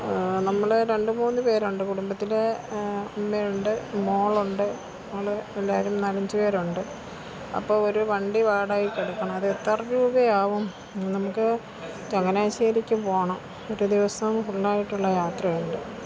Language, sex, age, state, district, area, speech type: Malayalam, female, 60+, Kerala, Thiruvananthapuram, rural, spontaneous